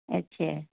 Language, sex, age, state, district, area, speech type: Hindi, female, 60+, Uttar Pradesh, Mau, rural, conversation